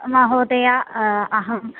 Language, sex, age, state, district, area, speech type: Sanskrit, female, 18-30, Kerala, Malappuram, rural, conversation